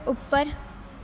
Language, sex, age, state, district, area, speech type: Punjabi, female, 18-30, Punjab, Shaheed Bhagat Singh Nagar, urban, read